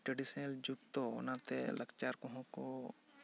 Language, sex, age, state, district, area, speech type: Santali, male, 18-30, West Bengal, Bankura, rural, spontaneous